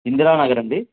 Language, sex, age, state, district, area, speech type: Telugu, male, 45-60, Andhra Pradesh, Sri Satya Sai, urban, conversation